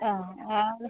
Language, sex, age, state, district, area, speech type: Malayalam, female, 60+, Kerala, Idukki, rural, conversation